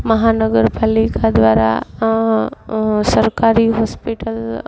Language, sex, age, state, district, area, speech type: Gujarati, female, 30-45, Gujarat, Junagadh, urban, spontaneous